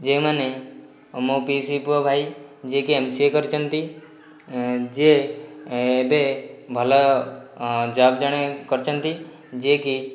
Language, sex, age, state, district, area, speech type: Odia, male, 18-30, Odisha, Dhenkanal, rural, spontaneous